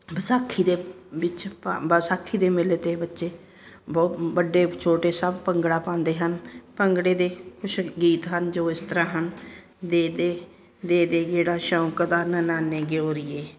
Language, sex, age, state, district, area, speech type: Punjabi, female, 60+, Punjab, Ludhiana, urban, spontaneous